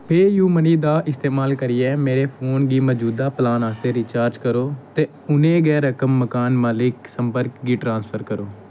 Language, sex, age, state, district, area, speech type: Dogri, male, 18-30, Jammu and Kashmir, Kathua, rural, read